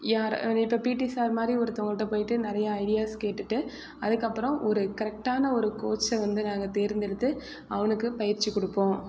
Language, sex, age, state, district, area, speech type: Tamil, female, 30-45, Tamil Nadu, Mayiladuthurai, rural, spontaneous